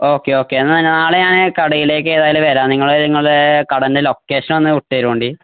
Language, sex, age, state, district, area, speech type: Malayalam, male, 18-30, Kerala, Malappuram, rural, conversation